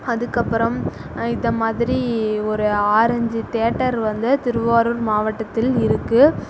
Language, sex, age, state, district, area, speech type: Tamil, female, 45-60, Tamil Nadu, Tiruvarur, rural, spontaneous